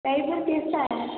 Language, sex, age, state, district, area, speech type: Hindi, female, 18-30, Rajasthan, Jodhpur, urban, conversation